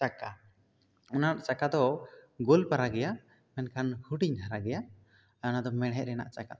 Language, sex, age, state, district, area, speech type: Santali, male, 18-30, West Bengal, Bankura, rural, spontaneous